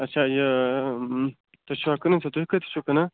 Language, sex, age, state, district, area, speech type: Kashmiri, male, 45-60, Jammu and Kashmir, Budgam, rural, conversation